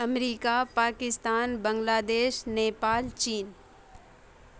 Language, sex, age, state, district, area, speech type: Urdu, female, 18-30, Bihar, Saharsa, rural, spontaneous